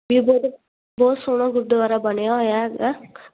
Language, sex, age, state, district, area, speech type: Punjabi, female, 18-30, Punjab, Muktsar, urban, conversation